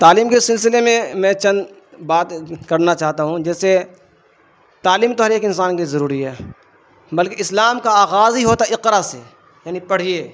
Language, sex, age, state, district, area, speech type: Urdu, male, 45-60, Bihar, Darbhanga, rural, spontaneous